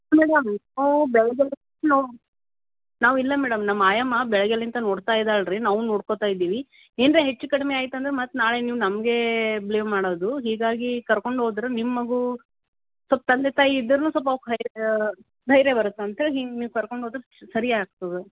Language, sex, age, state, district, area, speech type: Kannada, female, 30-45, Karnataka, Gulbarga, urban, conversation